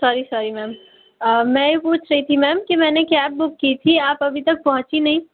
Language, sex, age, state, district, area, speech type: Hindi, female, 60+, Madhya Pradesh, Bhopal, urban, conversation